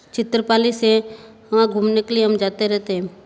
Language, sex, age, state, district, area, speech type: Hindi, female, 60+, Rajasthan, Jodhpur, urban, spontaneous